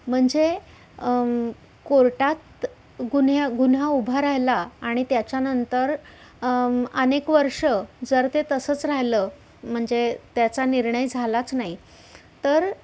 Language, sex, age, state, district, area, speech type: Marathi, female, 45-60, Maharashtra, Pune, urban, spontaneous